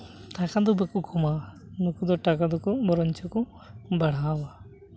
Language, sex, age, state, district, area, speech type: Santali, male, 18-30, West Bengal, Uttar Dinajpur, rural, spontaneous